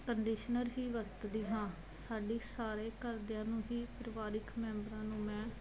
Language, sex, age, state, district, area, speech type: Punjabi, female, 30-45, Punjab, Muktsar, urban, spontaneous